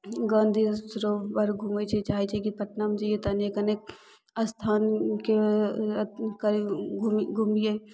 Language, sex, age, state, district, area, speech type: Maithili, female, 18-30, Bihar, Begusarai, urban, spontaneous